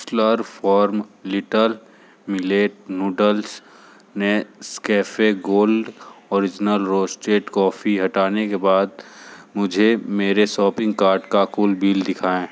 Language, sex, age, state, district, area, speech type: Hindi, male, 60+, Uttar Pradesh, Sonbhadra, rural, read